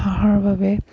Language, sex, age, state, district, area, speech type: Assamese, female, 60+, Assam, Dibrugarh, rural, spontaneous